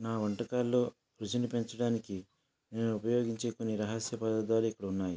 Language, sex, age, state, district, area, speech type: Telugu, male, 45-60, Andhra Pradesh, West Godavari, urban, spontaneous